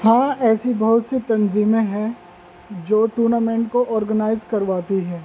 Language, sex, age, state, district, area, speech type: Urdu, male, 30-45, Delhi, North East Delhi, urban, spontaneous